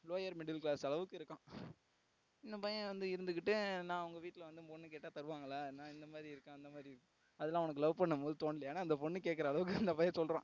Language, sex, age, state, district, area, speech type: Tamil, male, 18-30, Tamil Nadu, Tiruvarur, urban, spontaneous